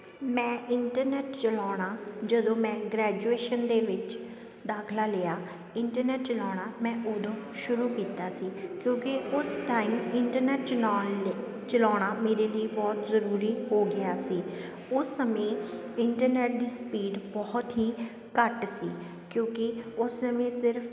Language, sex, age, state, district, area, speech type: Punjabi, female, 30-45, Punjab, Sangrur, rural, spontaneous